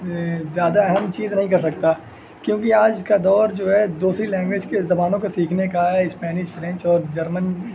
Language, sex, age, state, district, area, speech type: Urdu, male, 18-30, Uttar Pradesh, Azamgarh, rural, spontaneous